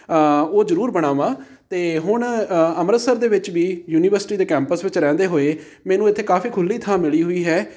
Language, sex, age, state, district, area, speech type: Punjabi, male, 30-45, Punjab, Amritsar, rural, spontaneous